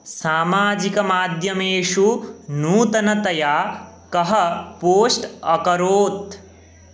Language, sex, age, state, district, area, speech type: Sanskrit, male, 18-30, West Bengal, Purba Medinipur, rural, read